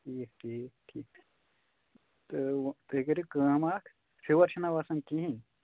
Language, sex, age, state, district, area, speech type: Kashmiri, male, 18-30, Jammu and Kashmir, Anantnag, rural, conversation